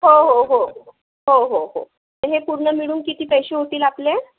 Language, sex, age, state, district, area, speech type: Marathi, female, 45-60, Maharashtra, Yavatmal, urban, conversation